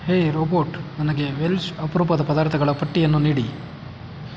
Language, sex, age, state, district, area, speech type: Kannada, male, 60+, Karnataka, Kolar, rural, read